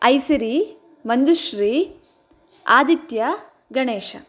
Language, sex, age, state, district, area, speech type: Sanskrit, female, 18-30, Karnataka, Bagalkot, urban, spontaneous